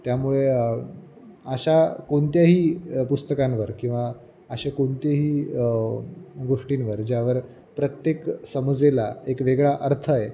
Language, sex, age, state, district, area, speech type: Marathi, male, 18-30, Maharashtra, Jalna, rural, spontaneous